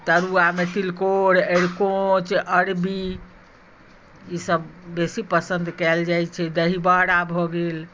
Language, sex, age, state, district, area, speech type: Maithili, female, 60+, Bihar, Madhubani, rural, spontaneous